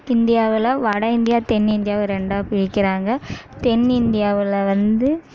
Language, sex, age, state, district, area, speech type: Tamil, female, 18-30, Tamil Nadu, Kallakurichi, rural, spontaneous